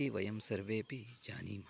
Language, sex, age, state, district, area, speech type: Sanskrit, male, 30-45, Karnataka, Uttara Kannada, rural, spontaneous